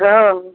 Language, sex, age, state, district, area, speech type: Maithili, female, 45-60, Bihar, Samastipur, rural, conversation